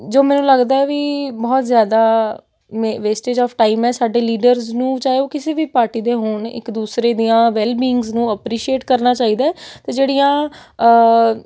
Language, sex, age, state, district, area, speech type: Punjabi, female, 18-30, Punjab, Patiala, urban, spontaneous